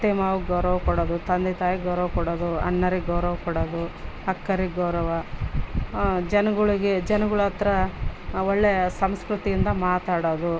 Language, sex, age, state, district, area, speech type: Kannada, female, 45-60, Karnataka, Vijayanagara, rural, spontaneous